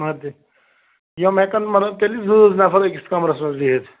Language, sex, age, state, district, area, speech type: Kashmiri, male, 45-60, Jammu and Kashmir, Ganderbal, rural, conversation